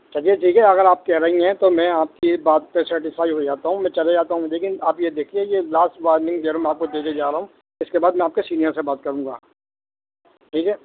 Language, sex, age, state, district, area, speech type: Urdu, male, 45-60, Delhi, Central Delhi, urban, conversation